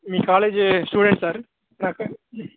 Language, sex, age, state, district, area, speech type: Telugu, male, 18-30, Telangana, Khammam, urban, conversation